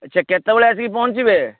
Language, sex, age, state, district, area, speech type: Odia, male, 30-45, Odisha, Bhadrak, rural, conversation